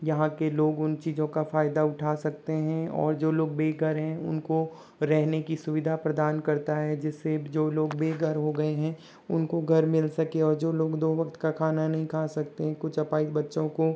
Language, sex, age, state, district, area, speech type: Hindi, male, 60+, Rajasthan, Jodhpur, rural, spontaneous